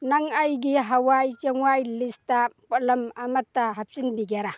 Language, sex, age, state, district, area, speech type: Manipuri, female, 60+, Manipur, Churachandpur, urban, read